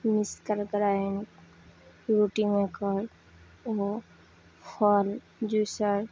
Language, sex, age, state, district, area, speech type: Bengali, female, 18-30, West Bengal, Howrah, urban, spontaneous